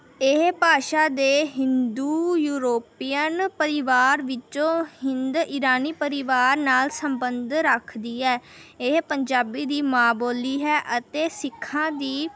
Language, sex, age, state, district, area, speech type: Punjabi, female, 18-30, Punjab, Rupnagar, rural, spontaneous